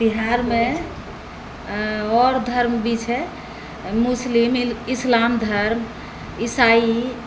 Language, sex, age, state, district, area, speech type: Maithili, female, 45-60, Bihar, Purnia, urban, spontaneous